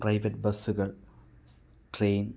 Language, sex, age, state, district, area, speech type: Malayalam, male, 18-30, Kerala, Kasaragod, rural, spontaneous